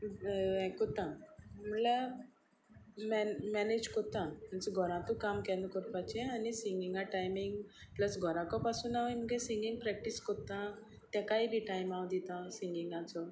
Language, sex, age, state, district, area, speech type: Goan Konkani, female, 45-60, Goa, Sanguem, rural, spontaneous